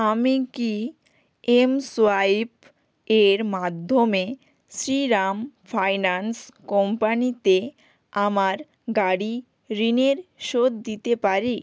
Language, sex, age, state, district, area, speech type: Bengali, female, 18-30, West Bengal, Hooghly, urban, read